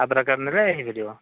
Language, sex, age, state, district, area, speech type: Odia, male, 45-60, Odisha, Sambalpur, rural, conversation